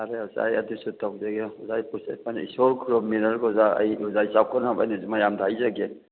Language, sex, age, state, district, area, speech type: Manipuri, male, 60+, Manipur, Thoubal, rural, conversation